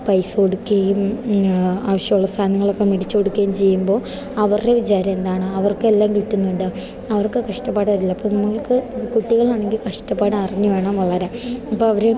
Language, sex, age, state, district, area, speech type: Malayalam, female, 18-30, Kerala, Idukki, rural, spontaneous